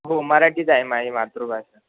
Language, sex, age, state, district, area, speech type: Marathi, male, 18-30, Maharashtra, Ahmednagar, rural, conversation